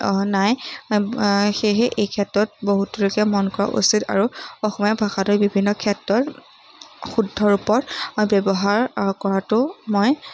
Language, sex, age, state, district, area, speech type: Assamese, female, 18-30, Assam, Majuli, urban, spontaneous